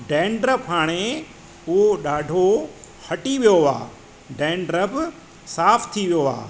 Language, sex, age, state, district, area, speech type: Sindhi, male, 45-60, Madhya Pradesh, Katni, urban, spontaneous